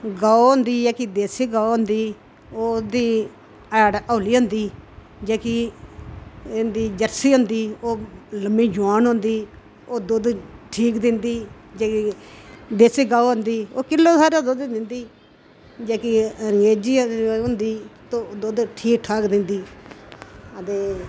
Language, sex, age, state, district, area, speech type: Dogri, female, 60+, Jammu and Kashmir, Udhampur, rural, spontaneous